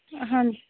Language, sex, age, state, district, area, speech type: Punjabi, female, 18-30, Punjab, Shaheed Bhagat Singh Nagar, urban, conversation